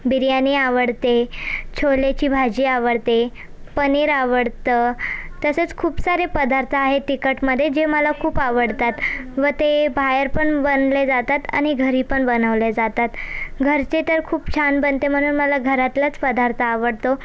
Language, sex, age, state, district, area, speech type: Marathi, female, 18-30, Maharashtra, Thane, urban, spontaneous